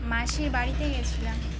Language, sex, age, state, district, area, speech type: Bengali, female, 18-30, West Bengal, Birbhum, urban, spontaneous